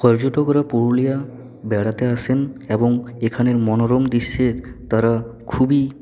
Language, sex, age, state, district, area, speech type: Bengali, male, 45-60, West Bengal, Purulia, urban, spontaneous